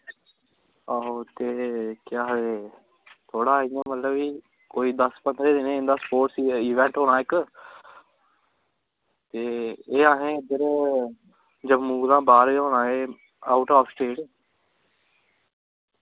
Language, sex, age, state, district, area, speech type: Dogri, male, 18-30, Jammu and Kashmir, Jammu, rural, conversation